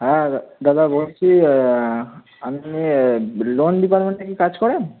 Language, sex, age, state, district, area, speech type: Bengali, male, 18-30, West Bengal, Howrah, urban, conversation